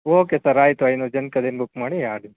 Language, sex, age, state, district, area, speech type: Kannada, male, 18-30, Karnataka, Mandya, urban, conversation